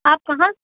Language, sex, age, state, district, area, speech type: Urdu, female, 18-30, Bihar, Khagaria, rural, conversation